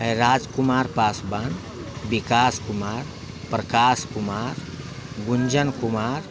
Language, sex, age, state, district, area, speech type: Maithili, male, 30-45, Bihar, Muzaffarpur, rural, spontaneous